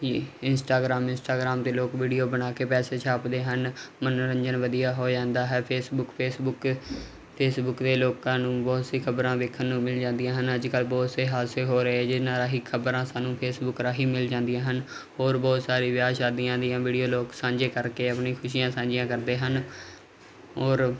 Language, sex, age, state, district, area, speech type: Punjabi, male, 18-30, Punjab, Muktsar, urban, spontaneous